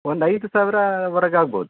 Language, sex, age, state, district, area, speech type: Kannada, male, 30-45, Karnataka, Dakshina Kannada, rural, conversation